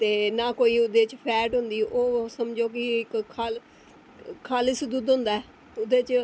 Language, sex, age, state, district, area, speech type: Dogri, female, 45-60, Jammu and Kashmir, Jammu, urban, spontaneous